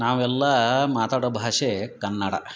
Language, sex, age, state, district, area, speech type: Kannada, male, 45-60, Karnataka, Dharwad, rural, spontaneous